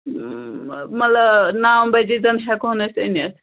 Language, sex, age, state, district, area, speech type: Kashmiri, female, 18-30, Jammu and Kashmir, Pulwama, rural, conversation